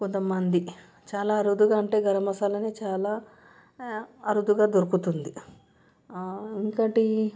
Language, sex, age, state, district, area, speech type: Telugu, female, 30-45, Telangana, Medchal, urban, spontaneous